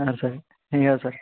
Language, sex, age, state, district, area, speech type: Kannada, male, 45-60, Karnataka, Belgaum, rural, conversation